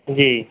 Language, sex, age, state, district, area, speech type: Punjabi, male, 30-45, Punjab, Gurdaspur, urban, conversation